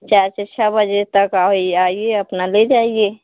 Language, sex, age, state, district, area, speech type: Hindi, female, 60+, Uttar Pradesh, Azamgarh, urban, conversation